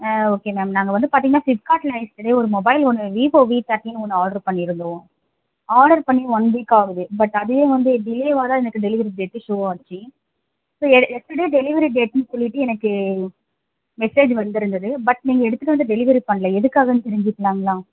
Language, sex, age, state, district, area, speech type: Tamil, female, 18-30, Tamil Nadu, Chennai, urban, conversation